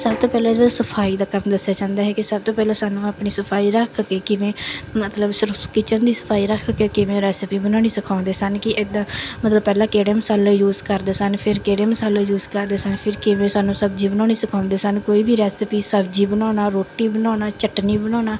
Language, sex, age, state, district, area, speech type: Punjabi, female, 30-45, Punjab, Bathinda, rural, spontaneous